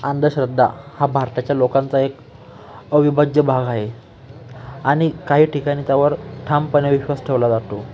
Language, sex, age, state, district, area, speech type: Marathi, male, 18-30, Maharashtra, Nashik, urban, spontaneous